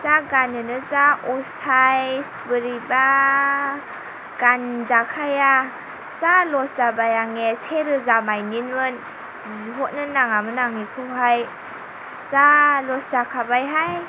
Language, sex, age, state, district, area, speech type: Bodo, female, 30-45, Assam, Chirang, rural, spontaneous